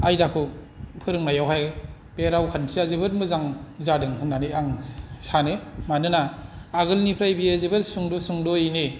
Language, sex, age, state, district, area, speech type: Bodo, male, 45-60, Assam, Kokrajhar, urban, spontaneous